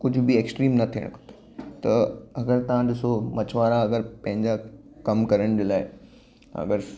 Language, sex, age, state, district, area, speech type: Sindhi, male, 30-45, Maharashtra, Mumbai Suburban, urban, spontaneous